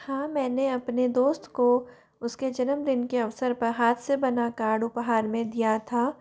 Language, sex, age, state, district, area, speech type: Hindi, female, 30-45, Rajasthan, Jaipur, urban, spontaneous